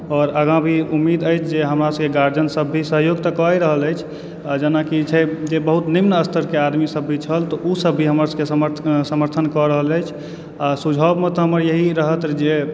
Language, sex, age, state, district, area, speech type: Maithili, male, 18-30, Bihar, Supaul, rural, spontaneous